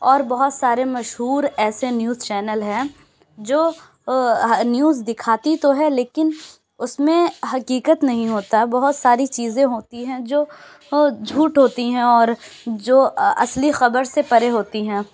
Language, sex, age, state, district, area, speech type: Urdu, female, 18-30, Uttar Pradesh, Lucknow, urban, spontaneous